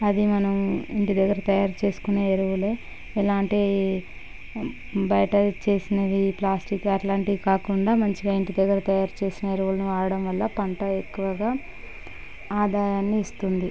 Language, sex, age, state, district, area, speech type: Telugu, female, 30-45, Andhra Pradesh, Visakhapatnam, urban, spontaneous